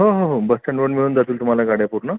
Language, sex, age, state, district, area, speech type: Marathi, male, 45-60, Maharashtra, Buldhana, rural, conversation